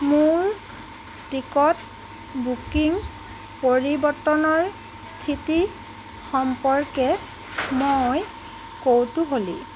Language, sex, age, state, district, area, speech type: Assamese, female, 45-60, Assam, Golaghat, urban, read